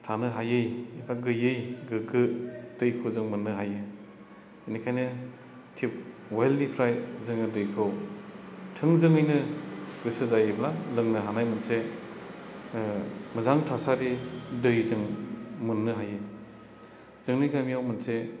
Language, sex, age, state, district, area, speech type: Bodo, male, 45-60, Assam, Chirang, rural, spontaneous